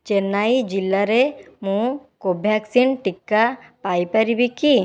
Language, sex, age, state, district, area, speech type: Odia, female, 18-30, Odisha, Khordha, rural, read